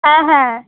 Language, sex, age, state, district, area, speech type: Bengali, female, 18-30, West Bengal, Uttar Dinajpur, rural, conversation